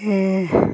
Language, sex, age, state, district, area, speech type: Dogri, female, 45-60, Jammu and Kashmir, Samba, rural, spontaneous